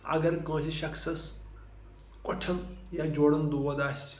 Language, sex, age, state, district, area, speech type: Kashmiri, male, 18-30, Jammu and Kashmir, Pulwama, rural, spontaneous